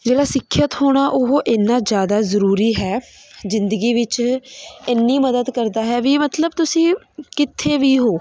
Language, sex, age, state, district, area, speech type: Punjabi, female, 18-30, Punjab, Patiala, urban, spontaneous